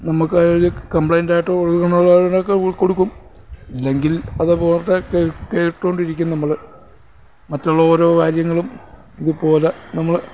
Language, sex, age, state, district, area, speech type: Malayalam, male, 45-60, Kerala, Alappuzha, urban, spontaneous